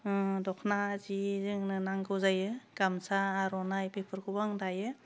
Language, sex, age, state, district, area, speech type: Bodo, female, 30-45, Assam, Udalguri, urban, spontaneous